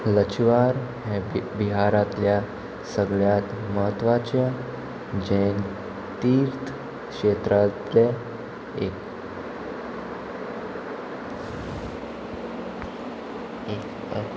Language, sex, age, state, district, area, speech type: Goan Konkani, male, 18-30, Goa, Murmgao, urban, read